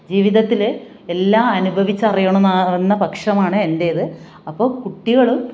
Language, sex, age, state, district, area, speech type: Malayalam, female, 30-45, Kerala, Kasaragod, rural, spontaneous